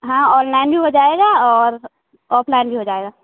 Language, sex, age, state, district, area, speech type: Hindi, female, 18-30, Madhya Pradesh, Hoshangabad, rural, conversation